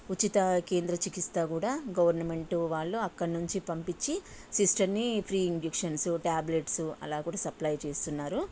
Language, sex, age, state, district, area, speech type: Telugu, female, 45-60, Telangana, Sangareddy, urban, spontaneous